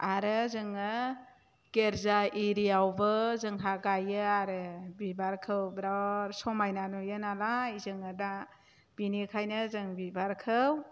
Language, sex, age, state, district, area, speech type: Bodo, female, 45-60, Assam, Chirang, rural, spontaneous